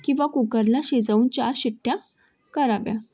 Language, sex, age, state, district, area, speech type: Marathi, female, 18-30, Maharashtra, Thane, urban, spontaneous